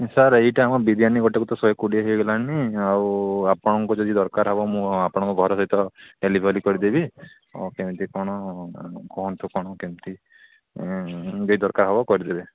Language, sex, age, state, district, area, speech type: Odia, male, 30-45, Odisha, Sambalpur, rural, conversation